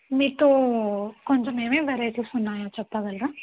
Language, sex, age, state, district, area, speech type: Telugu, female, 30-45, Andhra Pradesh, N T Rama Rao, urban, conversation